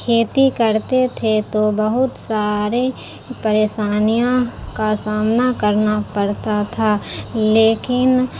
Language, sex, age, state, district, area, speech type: Urdu, female, 30-45, Bihar, Khagaria, rural, spontaneous